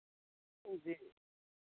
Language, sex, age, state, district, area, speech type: Hindi, male, 30-45, Bihar, Vaishali, rural, conversation